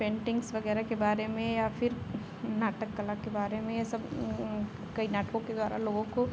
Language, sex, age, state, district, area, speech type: Hindi, female, 18-30, Uttar Pradesh, Chandauli, rural, spontaneous